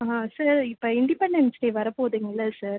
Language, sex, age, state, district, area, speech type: Tamil, female, 30-45, Tamil Nadu, Viluppuram, urban, conversation